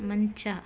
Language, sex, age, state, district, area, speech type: Kannada, female, 30-45, Karnataka, Mysore, urban, read